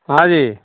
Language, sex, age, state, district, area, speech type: Maithili, male, 45-60, Bihar, Samastipur, urban, conversation